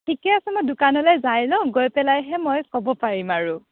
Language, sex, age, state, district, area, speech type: Assamese, female, 18-30, Assam, Morigaon, rural, conversation